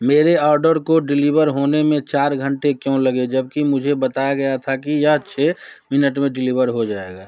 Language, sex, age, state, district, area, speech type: Hindi, male, 60+, Bihar, Darbhanga, urban, read